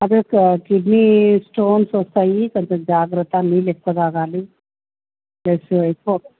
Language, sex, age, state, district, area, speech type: Telugu, female, 60+, Telangana, Hyderabad, urban, conversation